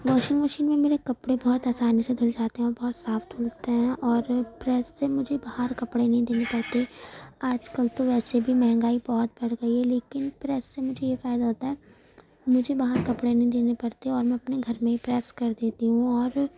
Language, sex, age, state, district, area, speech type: Urdu, female, 18-30, Uttar Pradesh, Gautam Buddha Nagar, urban, spontaneous